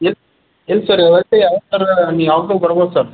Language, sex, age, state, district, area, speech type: Kannada, male, 30-45, Karnataka, Bidar, urban, conversation